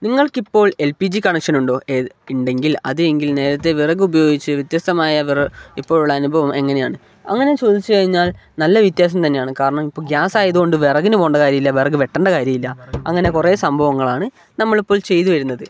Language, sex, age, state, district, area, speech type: Malayalam, male, 18-30, Kerala, Wayanad, rural, spontaneous